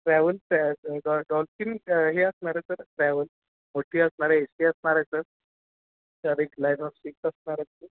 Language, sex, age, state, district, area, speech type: Marathi, male, 18-30, Maharashtra, Kolhapur, urban, conversation